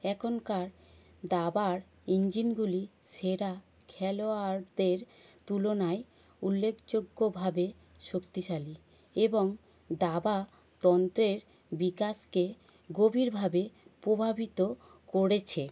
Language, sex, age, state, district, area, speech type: Bengali, male, 30-45, West Bengal, Howrah, urban, read